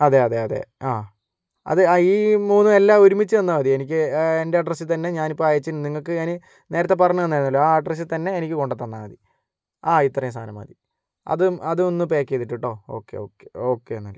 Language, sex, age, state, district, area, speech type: Malayalam, male, 30-45, Kerala, Kozhikode, urban, spontaneous